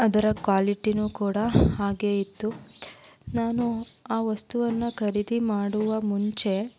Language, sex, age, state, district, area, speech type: Kannada, female, 30-45, Karnataka, Tumkur, rural, spontaneous